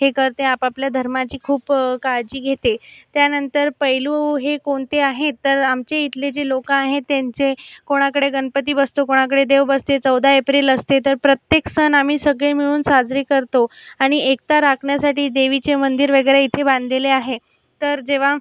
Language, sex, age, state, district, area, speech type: Marathi, female, 18-30, Maharashtra, Buldhana, rural, spontaneous